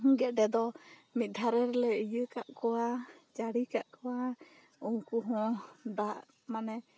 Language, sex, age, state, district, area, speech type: Santali, female, 30-45, West Bengal, Bankura, rural, spontaneous